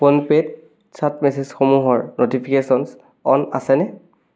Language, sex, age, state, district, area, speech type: Assamese, male, 18-30, Assam, Biswanath, rural, read